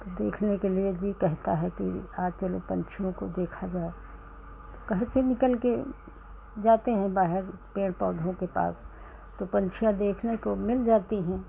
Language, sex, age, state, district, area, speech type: Hindi, female, 60+, Uttar Pradesh, Hardoi, rural, spontaneous